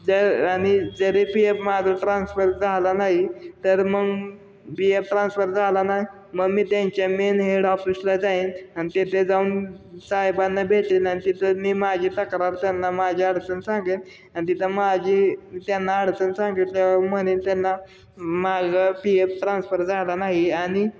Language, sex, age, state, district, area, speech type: Marathi, male, 18-30, Maharashtra, Osmanabad, rural, spontaneous